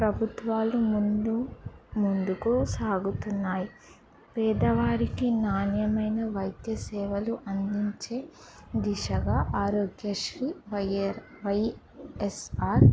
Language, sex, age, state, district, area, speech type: Telugu, female, 18-30, Telangana, Mahabubabad, rural, spontaneous